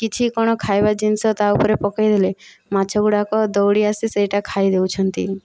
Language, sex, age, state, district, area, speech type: Odia, female, 18-30, Odisha, Boudh, rural, spontaneous